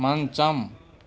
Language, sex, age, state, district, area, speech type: Telugu, male, 45-60, Andhra Pradesh, Eluru, rural, read